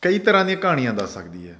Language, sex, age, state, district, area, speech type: Punjabi, male, 30-45, Punjab, Faridkot, urban, spontaneous